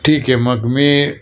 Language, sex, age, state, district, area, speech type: Marathi, male, 60+, Maharashtra, Nashik, urban, spontaneous